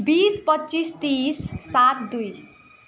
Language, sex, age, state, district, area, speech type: Nepali, female, 18-30, West Bengal, Darjeeling, rural, spontaneous